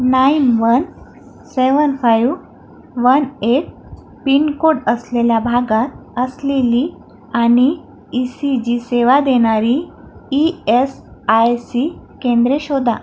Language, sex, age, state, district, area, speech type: Marathi, female, 30-45, Maharashtra, Akola, urban, read